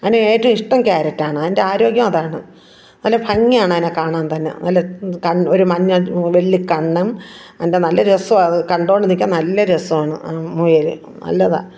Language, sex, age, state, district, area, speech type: Malayalam, female, 45-60, Kerala, Thiruvananthapuram, rural, spontaneous